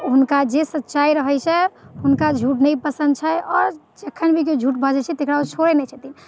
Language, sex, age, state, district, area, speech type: Maithili, female, 18-30, Bihar, Muzaffarpur, urban, spontaneous